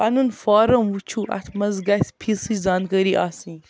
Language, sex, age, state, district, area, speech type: Kashmiri, female, 30-45, Jammu and Kashmir, Baramulla, rural, read